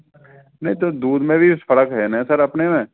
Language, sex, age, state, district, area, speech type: Hindi, male, 30-45, Rajasthan, Karauli, rural, conversation